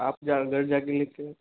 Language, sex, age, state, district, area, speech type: Hindi, female, 60+, Rajasthan, Jodhpur, urban, conversation